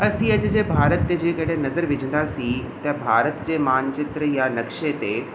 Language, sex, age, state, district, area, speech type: Sindhi, male, 18-30, Rajasthan, Ajmer, urban, spontaneous